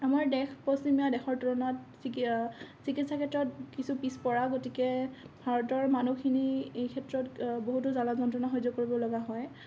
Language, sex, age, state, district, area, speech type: Assamese, female, 18-30, Assam, Kamrup Metropolitan, rural, spontaneous